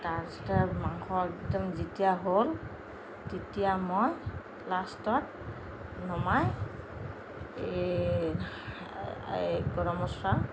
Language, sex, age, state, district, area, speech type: Assamese, female, 45-60, Assam, Kamrup Metropolitan, urban, spontaneous